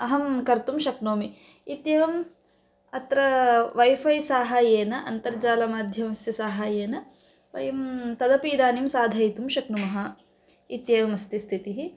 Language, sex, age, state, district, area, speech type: Sanskrit, female, 18-30, Karnataka, Chikkaballapur, rural, spontaneous